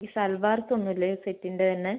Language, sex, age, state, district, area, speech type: Malayalam, female, 60+, Kerala, Kozhikode, rural, conversation